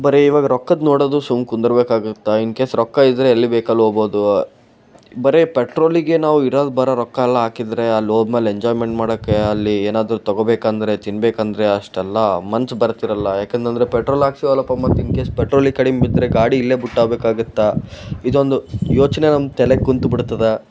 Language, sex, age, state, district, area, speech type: Kannada, male, 18-30, Karnataka, Koppal, rural, spontaneous